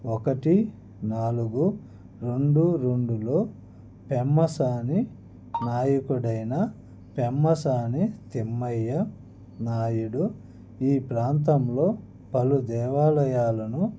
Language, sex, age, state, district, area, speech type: Telugu, male, 30-45, Andhra Pradesh, Annamaya, rural, spontaneous